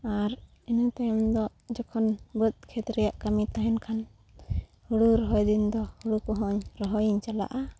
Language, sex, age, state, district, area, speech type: Santali, female, 30-45, Jharkhand, Seraikela Kharsawan, rural, spontaneous